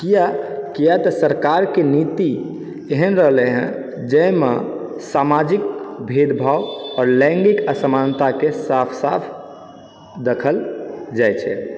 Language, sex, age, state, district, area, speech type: Maithili, male, 30-45, Bihar, Supaul, urban, spontaneous